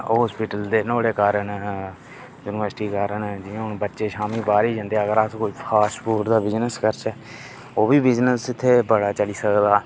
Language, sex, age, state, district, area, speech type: Dogri, male, 18-30, Jammu and Kashmir, Reasi, rural, spontaneous